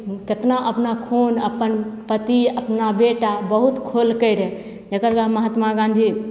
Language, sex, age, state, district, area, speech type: Maithili, female, 18-30, Bihar, Begusarai, rural, spontaneous